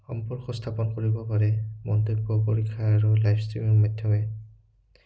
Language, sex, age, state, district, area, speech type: Assamese, male, 18-30, Assam, Udalguri, rural, spontaneous